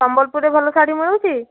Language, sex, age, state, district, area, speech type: Odia, female, 45-60, Odisha, Puri, urban, conversation